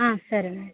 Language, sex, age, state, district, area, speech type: Kannada, female, 30-45, Karnataka, Vijayanagara, rural, conversation